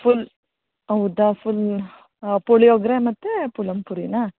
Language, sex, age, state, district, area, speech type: Kannada, female, 60+, Karnataka, Bangalore Urban, urban, conversation